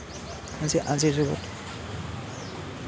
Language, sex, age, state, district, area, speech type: Assamese, male, 18-30, Assam, Kamrup Metropolitan, urban, spontaneous